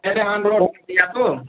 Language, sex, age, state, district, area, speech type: Hindi, male, 45-60, Uttar Pradesh, Ayodhya, rural, conversation